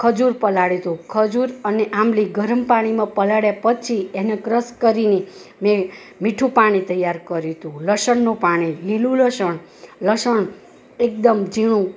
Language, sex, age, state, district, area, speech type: Gujarati, female, 30-45, Gujarat, Rajkot, rural, spontaneous